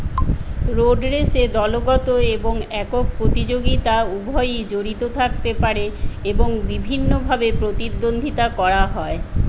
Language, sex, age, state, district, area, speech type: Bengali, female, 60+, West Bengal, Paschim Medinipur, rural, read